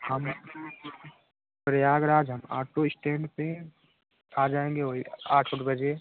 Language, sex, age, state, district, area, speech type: Hindi, male, 30-45, Uttar Pradesh, Mau, rural, conversation